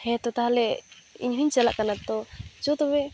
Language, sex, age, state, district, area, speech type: Santali, female, 18-30, West Bengal, Purulia, rural, spontaneous